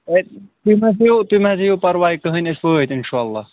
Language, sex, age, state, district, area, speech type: Kashmiri, male, 45-60, Jammu and Kashmir, Srinagar, urban, conversation